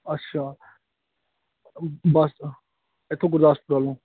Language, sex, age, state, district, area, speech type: Punjabi, male, 30-45, Punjab, Gurdaspur, rural, conversation